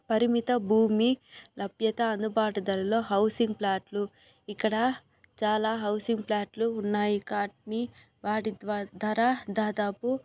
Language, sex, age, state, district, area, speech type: Telugu, female, 45-60, Andhra Pradesh, Chittoor, rural, spontaneous